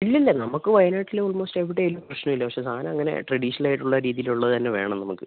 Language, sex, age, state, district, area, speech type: Malayalam, male, 45-60, Kerala, Wayanad, rural, conversation